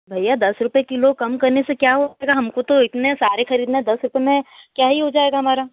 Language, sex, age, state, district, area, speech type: Hindi, female, 30-45, Madhya Pradesh, Betul, urban, conversation